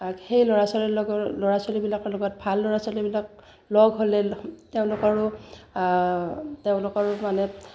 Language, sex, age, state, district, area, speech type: Assamese, female, 60+, Assam, Udalguri, rural, spontaneous